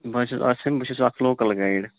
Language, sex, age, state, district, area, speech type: Kashmiri, male, 18-30, Jammu and Kashmir, Ganderbal, rural, conversation